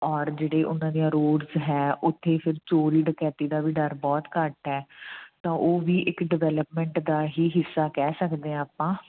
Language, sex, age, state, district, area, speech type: Punjabi, female, 45-60, Punjab, Fazilka, rural, conversation